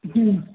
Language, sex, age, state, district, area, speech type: Kannada, female, 60+, Karnataka, Gulbarga, urban, conversation